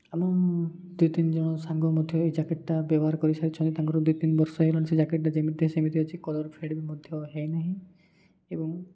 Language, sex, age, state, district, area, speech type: Odia, male, 30-45, Odisha, Koraput, urban, spontaneous